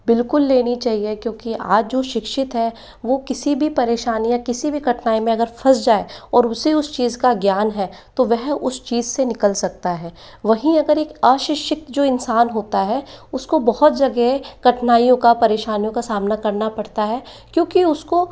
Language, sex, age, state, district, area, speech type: Hindi, female, 30-45, Rajasthan, Jaipur, urban, spontaneous